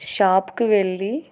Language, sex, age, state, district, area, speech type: Telugu, female, 45-60, Andhra Pradesh, Kurnool, urban, spontaneous